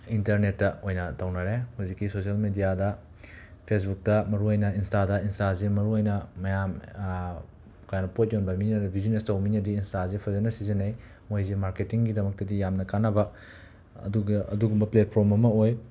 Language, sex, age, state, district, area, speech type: Manipuri, male, 30-45, Manipur, Imphal West, urban, spontaneous